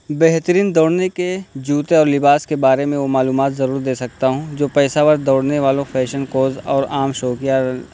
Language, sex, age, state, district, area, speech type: Urdu, male, 18-30, Uttar Pradesh, Balrampur, rural, spontaneous